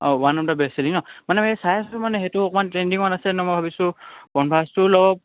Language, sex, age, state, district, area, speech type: Assamese, male, 18-30, Assam, Charaideo, urban, conversation